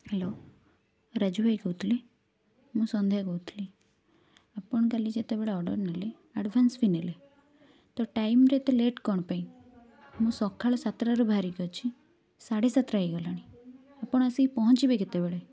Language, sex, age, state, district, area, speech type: Odia, female, 18-30, Odisha, Kendujhar, urban, spontaneous